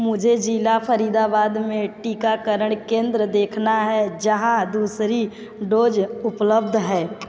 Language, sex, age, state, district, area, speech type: Hindi, female, 18-30, Uttar Pradesh, Mirzapur, rural, read